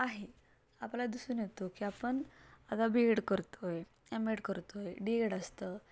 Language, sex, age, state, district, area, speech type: Marathi, female, 18-30, Maharashtra, Satara, urban, spontaneous